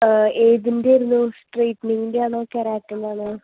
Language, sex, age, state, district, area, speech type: Malayalam, female, 18-30, Kerala, Thrissur, urban, conversation